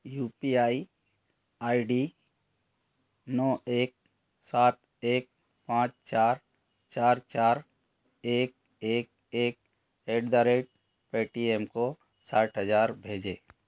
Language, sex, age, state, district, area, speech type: Hindi, male, 45-60, Madhya Pradesh, Betul, rural, read